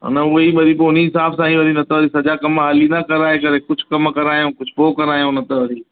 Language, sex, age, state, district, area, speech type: Sindhi, male, 45-60, Uttar Pradesh, Lucknow, urban, conversation